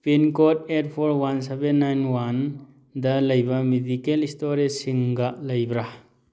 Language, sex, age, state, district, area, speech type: Manipuri, male, 30-45, Manipur, Thoubal, urban, read